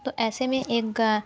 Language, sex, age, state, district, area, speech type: Hindi, female, 18-30, Uttar Pradesh, Sonbhadra, rural, spontaneous